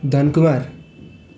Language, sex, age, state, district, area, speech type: Nepali, male, 18-30, West Bengal, Darjeeling, rural, spontaneous